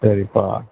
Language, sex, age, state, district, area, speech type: Tamil, male, 45-60, Tamil Nadu, Pudukkottai, rural, conversation